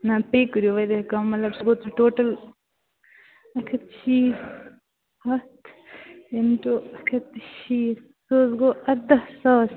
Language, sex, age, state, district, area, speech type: Kashmiri, female, 18-30, Jammu and Kashmir, Bandipora, rural, conversation